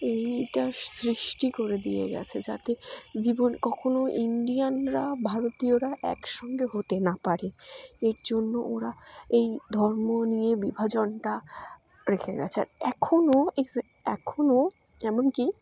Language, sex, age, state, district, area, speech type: Bengali, female, 18-30, West Bengal, Dakshin Dinajpur, urban, spontaneous